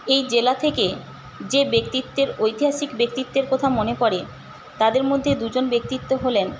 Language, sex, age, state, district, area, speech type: Bengali, female, 45-60, West Bengal, Paschim Medinipur, rural, spontaneous